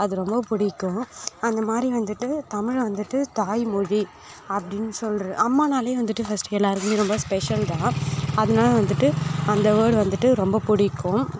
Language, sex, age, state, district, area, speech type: Tamil, female, 18-30, Tamil Nadu, Perambalur, urban, spontaneous